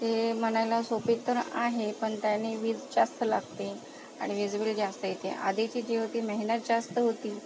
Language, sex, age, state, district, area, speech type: Marathi, female, 18-30, Maharashtra, Akola, rural, spontaneous